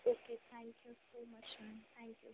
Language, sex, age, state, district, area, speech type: Hindi, female, 18-30, Madhya Pradesh, Jabalpur, urban, conversation